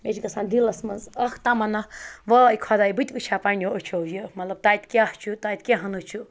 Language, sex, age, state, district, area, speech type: Kashmiri, female, 18-30, Jammu and Kashmir, Ganderbal, rural, spontaneous